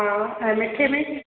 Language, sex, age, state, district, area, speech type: Sindhi, female, 30-45, Rajasthan, Ajmer, rural, conversation